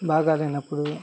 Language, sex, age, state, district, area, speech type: Telugu, male, 18-30, Andhra Pradesh, Guntur, rural, spontaneous